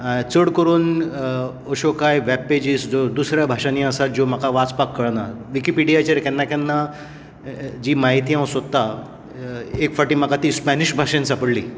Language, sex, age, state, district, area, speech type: Goan Konkani, male, 45-60, Goa, Tiswadi, rural, spontaneous